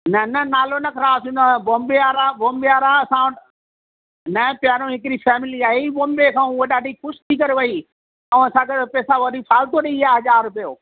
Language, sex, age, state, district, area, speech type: Sindhi, male, 60+, Delhi, South Delhi, urban, conversation